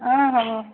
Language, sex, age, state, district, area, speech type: Assamese, female, 30-45, Assam, Dibrugarh, rural, conversation